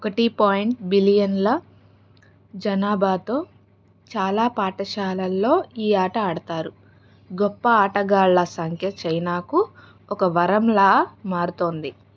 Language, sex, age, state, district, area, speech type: Telugu, female, 30-45, Andhra Pradesh, Guntur, rural, read